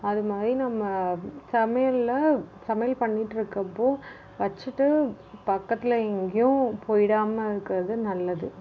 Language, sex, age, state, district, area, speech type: Tamil, female, 30-45, Tamil Nadu, Mayiladuthurai, rural, spontaneous